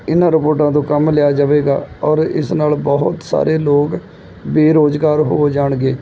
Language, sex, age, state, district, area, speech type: Punjabi, male, 30-45, Punjab, Gurdaspur, rural, spontaneous